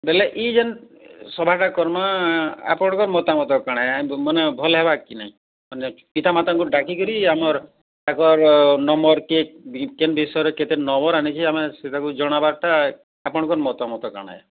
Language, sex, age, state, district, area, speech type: Odia, male, 45-60, Odisha, Bargarh, urban, conversation